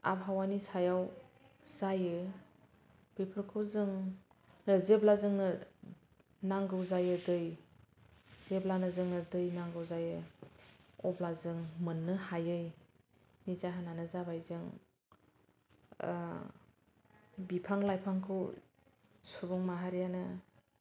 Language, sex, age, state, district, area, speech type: Bodo, female, 30-45, Assam, Kokrajhar, rural, spontaneous